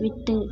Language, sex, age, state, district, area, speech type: Tamil, female, 18-30, Tamil Nadu, Tiruvarur, rural, read